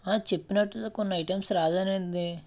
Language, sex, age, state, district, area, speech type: Telugu, male, 45-60, Andhra Pradesh, Eluru, rural, spontaneous